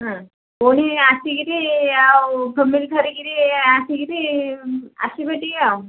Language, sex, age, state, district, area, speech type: Odia, female, 60+, Odisha, Gajapati, rural, conversation